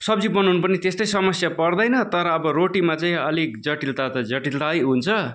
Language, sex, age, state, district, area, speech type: Nepali, male, 45-60, West Bengal, Darjeeling, rural, spontaneous